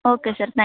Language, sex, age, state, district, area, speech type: Kannada, female, 18-30, Karnataka, Koppal, rural, conversation